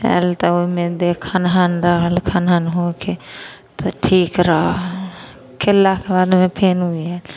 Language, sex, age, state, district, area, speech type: Maithili, female, 18-30, Bihar, Samastipur, rural, spontaneous